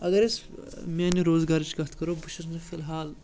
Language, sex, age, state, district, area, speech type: Kashmiri, male, 18-30, Jammu and Kashmir, Srinagar, rural, spontaneous